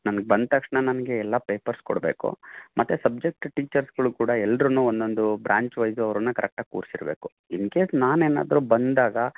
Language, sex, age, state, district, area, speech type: Kannada, male, 45-60, Karnataka, Chitradurga, rural, conversation